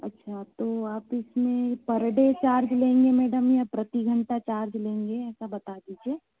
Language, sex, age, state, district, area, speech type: Hindi, female, 60+, Madhya Pradesh, Bhopal, rural, conversation